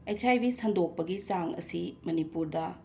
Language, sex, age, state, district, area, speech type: Manipuri, female, 60+, Manipur, Imphal East, urban, spontaneous